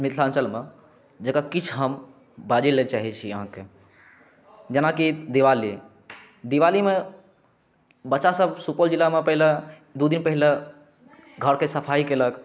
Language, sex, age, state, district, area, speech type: Maithili, male, 18-30, Bihar, Saharsa, rural, spontaneous